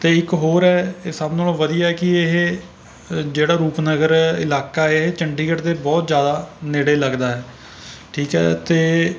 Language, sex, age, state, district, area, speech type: Punjabi, male, 30-45, Punjab, Rupnagar, rural, spontaneous